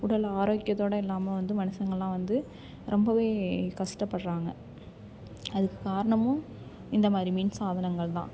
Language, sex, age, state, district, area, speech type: Tamil, female, 18-30, Tamil Nadu, Thanjavur, rural, spontaneous